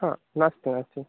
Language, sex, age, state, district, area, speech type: Sanskrit, male, 18-30, Uttar Pradesh, Mirzapur, rural, conversation